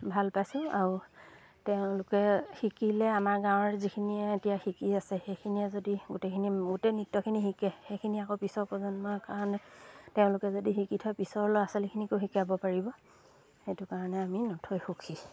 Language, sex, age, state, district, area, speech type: Assamese, female, 30-45, Assam, Lakhimpur, rural, spontaneous